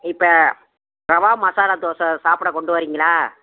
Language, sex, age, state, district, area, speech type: Tamil, female, 60+, Tamil Nadu, Tiruchirappalli, rural, conversation